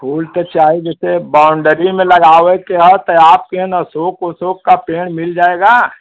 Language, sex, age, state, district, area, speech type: Hindi, male, 60+, Uttar Pradesh, Chandauli, rural, conversation